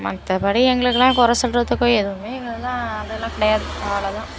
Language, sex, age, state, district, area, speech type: Tamil, female, 30-45, Tamil Nadu, Thanjavur, urban, spontaneous